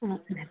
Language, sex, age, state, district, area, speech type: Sanskrit, female, 18-30, Karnataka, Bangalore Rural, rural, conversation